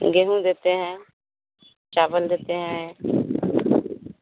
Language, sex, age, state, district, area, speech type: Hindi, female, 30-45, Bihar, Vaishali, rural, conversation